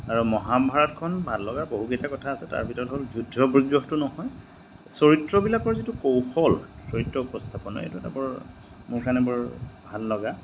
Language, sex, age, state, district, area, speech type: Assamese, male, 30-45, Assam, Majuli, urban, spontaneous